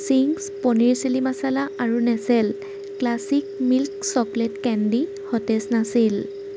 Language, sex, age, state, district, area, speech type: Assamese, female, 18-30, Assam, Jorhat, urban, read